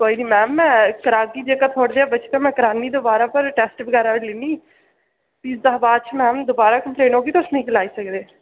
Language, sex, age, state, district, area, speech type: Dogri, female, 18-30, Jammu and Kashmir, Udhampur, rural, conversation